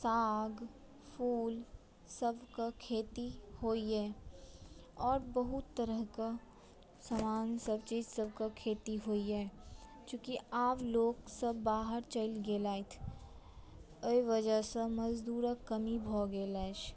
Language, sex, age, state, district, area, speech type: Maithili, female, 18-30, Bihar, Madhubani, rural, spontaneous